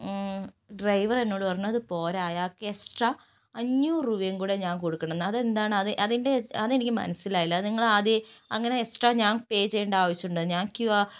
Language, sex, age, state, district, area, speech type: Malayalam, female, 60+, Kerala, Wayanad, rural, spontaneous